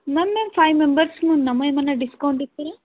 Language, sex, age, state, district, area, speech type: Telugu, female, 18-30, Telangana, Mahbubnagar, urban, conversation